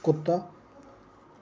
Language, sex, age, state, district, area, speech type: Dogri, male, 45-60, Jammu and Kashmir, Reasi, urban, read